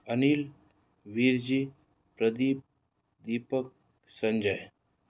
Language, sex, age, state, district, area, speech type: Hindi, male, 18-30, Rajasthan, Jodhpur, urban, spontaneous